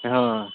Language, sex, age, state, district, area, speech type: Maithili, male, 18-30, Bihar, Saharsa, rural, conversation